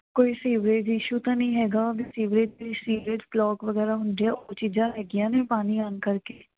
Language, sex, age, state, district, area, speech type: Punjabi, female, 18-30, Punjab, Mansa, urban, conversation